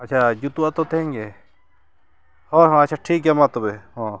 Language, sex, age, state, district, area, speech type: Santali, male, 45-60, Jharkhand, Bokaro, rural, spontaneous